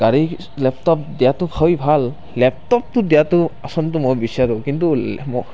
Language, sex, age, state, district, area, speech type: Assamese, male, 18-30, Assam, Barpeta, rural, spontaneous